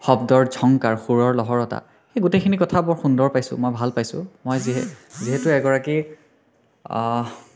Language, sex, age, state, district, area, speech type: Assamese, male, 18-30, Assam, Biswanath, rural, spontaneous